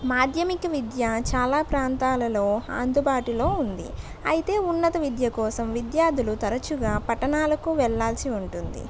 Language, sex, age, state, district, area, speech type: Telugu, female, 60+, Andhra Pradesh, East Godavari, urban, spontaneous